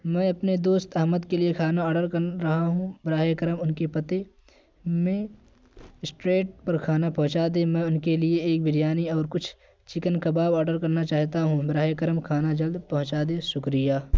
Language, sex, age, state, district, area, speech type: Urdu, male, 18-30, Uttar Pradesh, Balrampur, rural, spontaneous